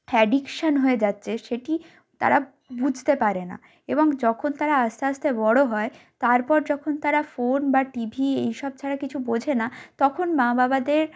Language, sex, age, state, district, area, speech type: Bengali, female, 18-30, West Bengal, North 24 Parganas, rural, spontaneous